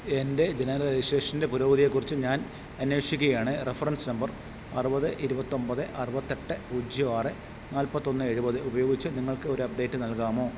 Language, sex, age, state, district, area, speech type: Malayalam, male, 45-60, Kerala, Alappuzha, urban, read